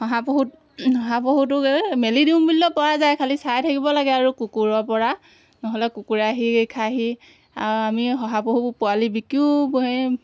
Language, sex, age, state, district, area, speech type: Assamese, female, 30-45, Assam, Golaghat, rural, spontaneous